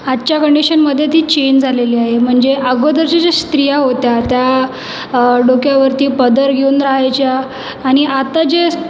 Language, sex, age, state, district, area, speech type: Marathi, female, 30-45, Maharashtra, Nagpur, urban, spontaneous